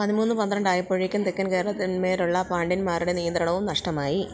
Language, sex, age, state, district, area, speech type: Malayalam, female, 45-60, Kerala, Idukki, rural, read